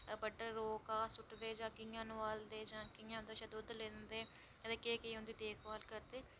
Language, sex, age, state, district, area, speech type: Dogri, female, 18-30, Jammu and Kashmir, Reasi, rural, spontaneous